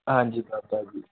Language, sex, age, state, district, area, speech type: Punjabi, male, 18-30, Punjab, Muktsar, urban, conversation